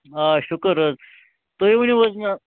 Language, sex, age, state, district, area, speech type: Kashmiri, male, 45-60, Jammu and Kashmir, Baramulla, rural, conversation